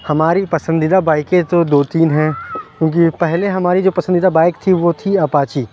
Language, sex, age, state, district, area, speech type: Urdu, male, 18-30, Uttar Pradesh, Lucknow, urban, spontaneous